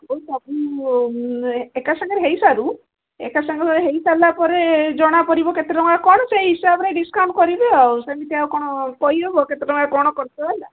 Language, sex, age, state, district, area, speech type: Odia, female, 60+, Odisha, Gajapati, rural, conversation